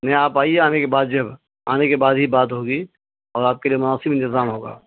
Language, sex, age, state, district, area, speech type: Urdu, male, 45-60, Bihar, Araria, rural, conversation